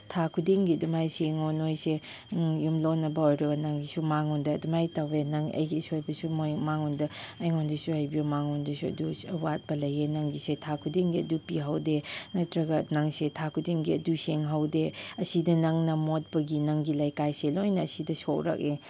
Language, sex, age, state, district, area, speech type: Manipuri, female, 30-45, Manipur, Chandel, rural, spontaneous